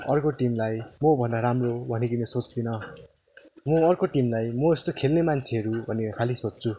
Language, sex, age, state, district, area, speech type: Nepali, male, 18-30, West Bengal, Darjeeling, rural, spontaneous